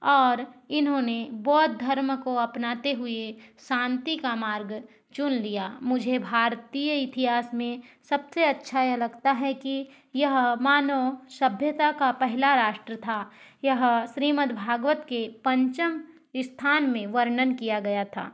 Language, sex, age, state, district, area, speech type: Hindi, female, 60+, Madhya Pradesh, Balaghat, rural, spontaneous